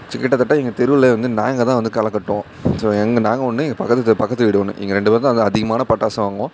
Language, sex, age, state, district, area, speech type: Tamil, male, 18-30, Tamil Nadu, Mayiladuthurai, urban, spontaneous